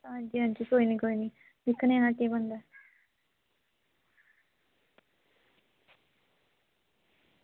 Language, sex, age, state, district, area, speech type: Dogri, female, 18-30, Jammu and Kashmir, Samba, rural, conversation